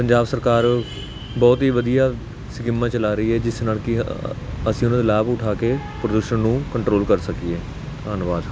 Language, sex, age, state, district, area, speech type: Punjabi, male, 18-30, Punjab, Kapurthala, urban, spontaneous